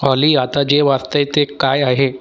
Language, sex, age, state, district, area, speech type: Marathi, male, 30-45, Maharashtra, Nagpur, rural, read